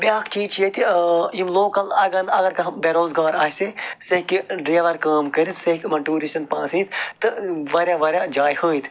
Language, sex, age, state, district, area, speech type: Kashmiri, male, 45-60, Jammu and Kashmir, Budgam, urban, spontaneous